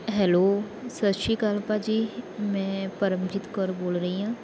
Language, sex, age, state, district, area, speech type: Punjabi, female, 18-30, Punjab, Bathinda, rural, spontaneous